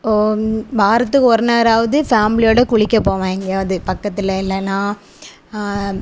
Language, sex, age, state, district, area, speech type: Tamil, female, 18-30, Tamil Nadu, Thoothukudi, rural, spontaneous